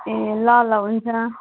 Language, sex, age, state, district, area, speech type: Nepali, female, 30-45, West Bengal, Jalpaiguri, rural, conversation